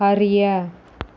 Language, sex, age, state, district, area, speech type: Tamil, female, 18-30, Tamil Nadu, Tiruvarur, rural, read